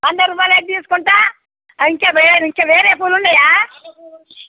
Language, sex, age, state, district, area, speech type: Telugu, female, 60+, Telangana, Jagtial, rural, conversation